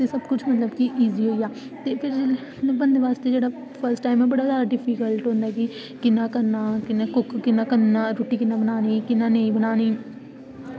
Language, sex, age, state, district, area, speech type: Dogri, female, 18-30, Jammu and Kashmir, Samba, rural, spontaneous